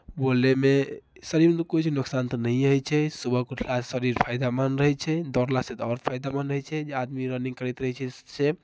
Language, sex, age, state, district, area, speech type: Maithili, male, 18-30, Bihar, Darbhanga, rural, spontaneous